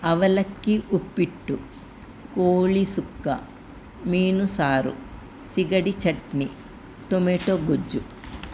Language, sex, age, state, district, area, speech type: Kannada, female, 60+, Karnataka, Udupi, rural, spontaneous